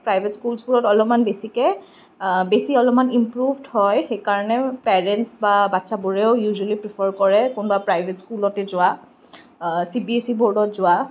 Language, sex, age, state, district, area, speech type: Assamese, female, 30-45, Assam, Kamrup Metropolitan, urban, spontaneous